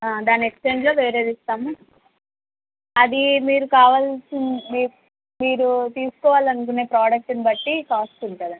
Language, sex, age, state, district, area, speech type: Telugu, female, 18-30, Andhra Pradesh, Sri Satya Sai, urban, conversation